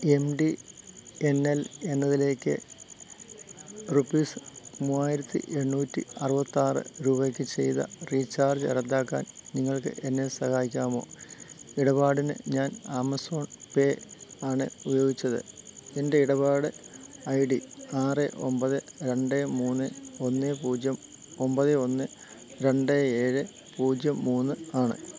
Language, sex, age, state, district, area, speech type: Malayalam, male, 60+, Kerala, Kottayam, urban, read